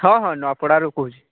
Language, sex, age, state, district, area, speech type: Odia, male, 45-60, Odisha, Nuapada, urban, conversation